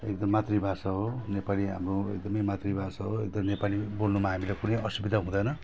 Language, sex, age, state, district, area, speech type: Nepali, male, 45-60, West Bengal, Jalpaiguri, rural, spontaneous